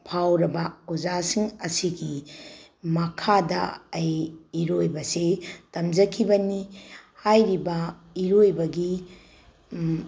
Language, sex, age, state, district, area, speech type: Manipuri, female, 45-60, Manipur, Bishnupur, rural, spontaneous